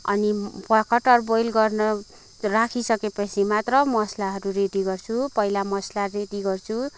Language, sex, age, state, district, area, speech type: Nepali, female, 30-45, West Bengal, Kalimpong, rural, spontaneous